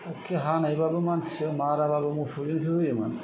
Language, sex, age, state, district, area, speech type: Bodo, male, 60+, Assam, Kokrajhar, rural, spontaneous